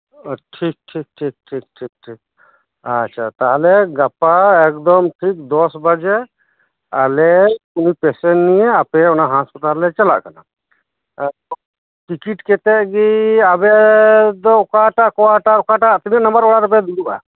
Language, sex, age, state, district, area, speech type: Santali, male, 45-60, West Bengal, Birbhum, rural, conversation